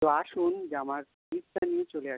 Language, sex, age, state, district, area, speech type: Bengali, male, 45-60, West Bengal, South 24 Parganas, rural, conversation